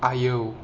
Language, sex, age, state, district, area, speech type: Bodo, male, 30-45, Assam, Kokrajhar, rural, read